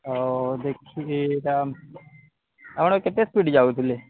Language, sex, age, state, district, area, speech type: Odia, male, 30-45, Odisha, Balangir, urban, conversation